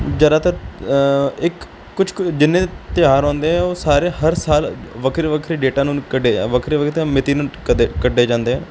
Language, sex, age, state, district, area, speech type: Punjabi, male, 18-30, Punjab, Kapurthala, urban, spontaneous